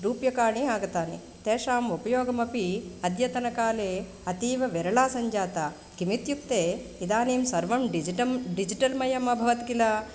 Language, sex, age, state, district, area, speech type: Sanskrit, female, 45-60, Andhra Pradesh, East Godavari, urban, spontaneous